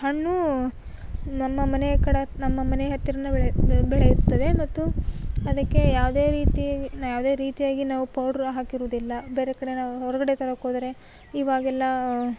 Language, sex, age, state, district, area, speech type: Kannada, female, 18-30, Karnataka, Koppal, urban, spontaneous